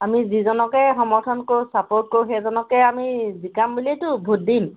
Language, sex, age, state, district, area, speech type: Assamese, female, 60+, Assam, Golaghat, urban, conversation